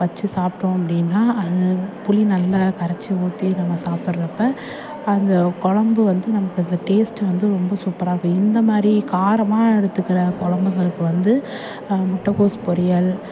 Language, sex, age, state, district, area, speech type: Tamil, female, 30-45, Tamil Nadu, Thanjavur, urban, spontaneous